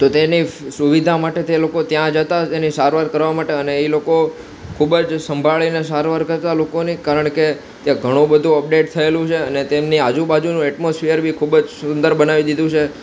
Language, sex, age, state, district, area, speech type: Gujarati, male, 18-30, Gujarat, Ahmedabad, urban, spontaneous